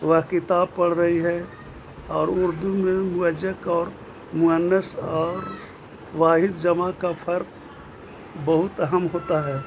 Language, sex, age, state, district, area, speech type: Urdu, male, 60+, Bihar, Gaya, urban, spontaneous